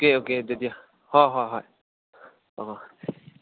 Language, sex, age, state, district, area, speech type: Manipuri, male, 18-30, Manipur, Churachandpur, rural, conversation